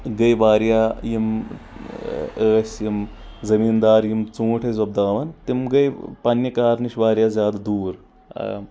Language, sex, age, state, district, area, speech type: Kashmiri, male, 18-30, Jammu and Kashmir, Budgam, urban, spontaneous